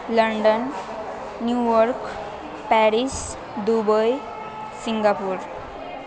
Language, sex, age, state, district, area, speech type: Nepali, female, 18-30, West Bengal, Alipurduar, urban, spontaneous